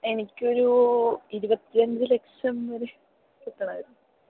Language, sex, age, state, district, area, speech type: Malayalam, female, 18-30, Kerala, Thrissur, rural, conversation